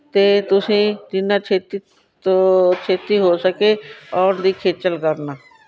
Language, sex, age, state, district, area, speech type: Punjabi, female, 45-60, Punjab, Shaheed Bhagat Singh Nagar, urban, spontaneous